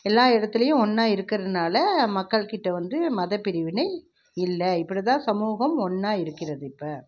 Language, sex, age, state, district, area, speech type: Tamil, female, 60+, Tamil Nadu, Krishnagiri, rural, spontaneous